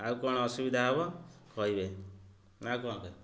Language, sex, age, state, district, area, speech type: Odia, male, 30-45, Odisha, Jagatsinghpur, urban, spontaneous